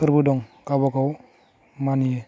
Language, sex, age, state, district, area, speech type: Bodo, male, 18-30, Assam, Udalguri, urban, spontaneous